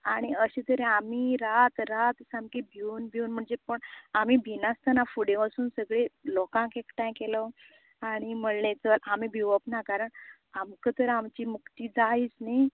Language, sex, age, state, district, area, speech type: Goan Konkani, female, 45-60, Goa, Canacona, rural, conversation